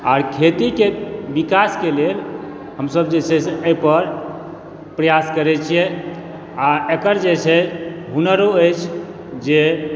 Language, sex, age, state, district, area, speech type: Maithili, male, 45-60, Bihar, Supaul, rural, spontaneous